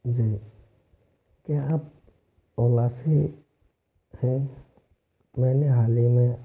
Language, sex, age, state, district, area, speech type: Hindi, male, 18-30, Rajasthan, Jaipur, urban, spontaneous